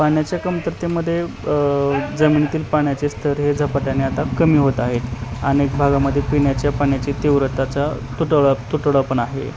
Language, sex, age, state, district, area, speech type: Marathi, male, 30-45, Maharashtra, Osmanabad, rural, spontaneous